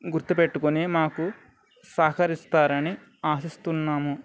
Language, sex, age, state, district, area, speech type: Telugu, male, 30-45, Andhra Pradesh, Anakapalli, rural, spontaneous